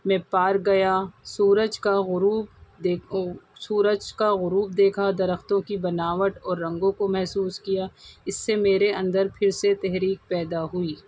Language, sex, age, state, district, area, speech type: Urdu, female, 45-60, Delhi, North East Delhi, urban, spontaneous